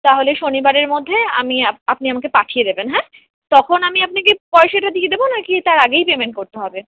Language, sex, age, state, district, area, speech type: Bengali, female, 18-30, West Bengal, Kolkata, urban, conversation